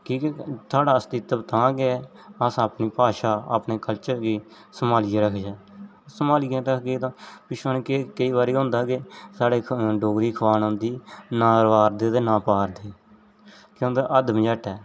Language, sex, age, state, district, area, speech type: Dogri, male, 18-30, Jammu and Kashmir, Jammu, rural, spontaneous